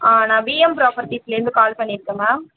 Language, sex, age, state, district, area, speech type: Tamil, female, 30-45, Tamil Nadu, Chennai, urban, conversation